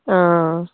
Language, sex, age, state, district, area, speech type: Assamese, female, 45-60, Assam, Sivasagar, rural, conversation